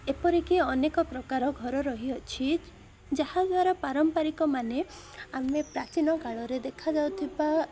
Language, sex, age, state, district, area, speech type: Odia, male, 18-30, Odisha, Koraput, urban, spontaneous